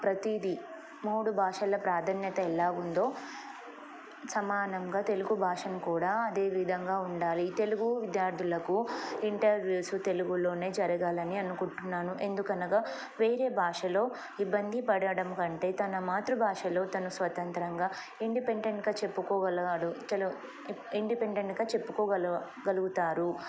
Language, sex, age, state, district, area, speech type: Telugu, female, 30-45, Telangana, Ranga Reddy, urban, spontaneous